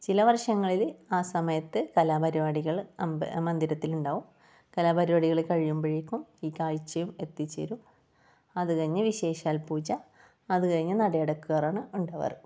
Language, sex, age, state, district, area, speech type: Malayalam, female, 30-45, Kerala, Kasaragod, rural, spontaneous